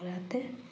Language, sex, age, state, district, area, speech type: Maithili, female, 45-60, Bihar, Samastipur, rural, spontaneous